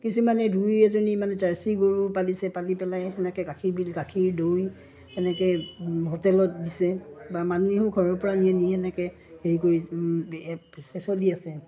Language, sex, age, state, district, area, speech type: Assamese, female, 45-60, Assam, Udalguri, rural, spontaneous